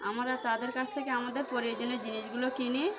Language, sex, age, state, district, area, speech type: Bengali, female, 45-60, West Bengal, Birbhum, urban, spontaneous